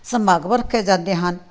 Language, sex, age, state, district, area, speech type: Punjabi, female, 60+, Punjab, Tarn Taran, urban, spontaneous